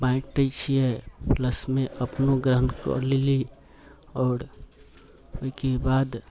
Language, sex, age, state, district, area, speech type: Maithili, male, 30-45, Bihar, Muzaffarpur, urban, spontaneous